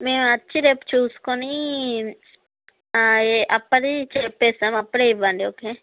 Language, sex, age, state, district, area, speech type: Telugu, female, 45-60, Andhra Pradesh, Srikakulam, urban, conversation